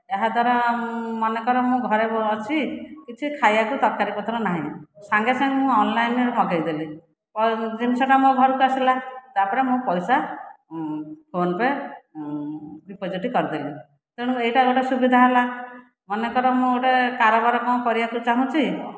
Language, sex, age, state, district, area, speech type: Odia, female, 45-60, Odisha, Khordha, rural, spontaneous